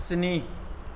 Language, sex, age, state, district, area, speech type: Bodo, male, 60+, Assam, Kokrajhar, rural, read